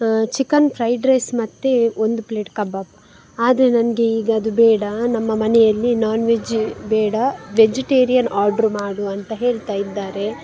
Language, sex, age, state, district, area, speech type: Kannada, female, 18-30, Karnataka, Udupi, rural, spontaneous